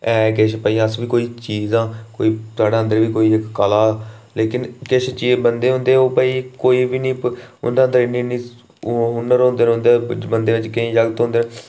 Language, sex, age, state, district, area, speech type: Dogri, male, 18-30, Jammu and Kashmir, Reasi, rural, spontaneous